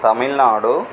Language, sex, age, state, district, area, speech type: Tamil, male, 45-60, Tamil Nadu, Sivaganga, rural, spontaneous